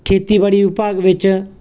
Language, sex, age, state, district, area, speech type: Punjabi, male, 30-45, Punjab, Mansa, urban, spontaneous